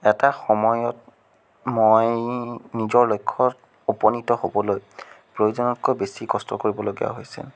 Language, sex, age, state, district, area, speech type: Assamese, male, 30-45, Assam, Sonitpur, urban, spontaneous